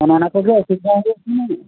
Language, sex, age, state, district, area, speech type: Santali, male, 45-60, Odisha, Mayurbhanj, rural, conversation